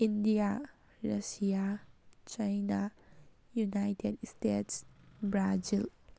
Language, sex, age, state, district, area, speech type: Manipuri, female, 18-30, Manipur, Kakching, rural, spontaneous